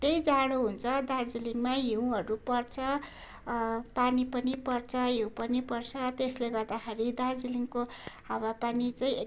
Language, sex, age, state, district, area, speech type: Nepali, female, 45-60, West Bengal, Darjeeling, rural, spontaneous